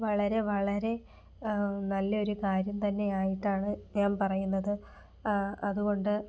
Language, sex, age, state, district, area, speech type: Malayalam, female, 18-30, Kerala, Kollam, rural, spontaneous